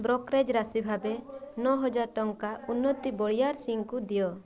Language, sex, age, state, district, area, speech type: Odia, female, 18-30, Odisha, Mayurbhanj, rural, read